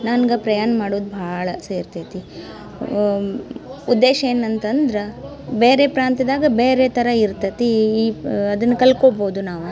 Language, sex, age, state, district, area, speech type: Kannada, female, 18-30, Karnataka, Dharwad, rural, spontaneous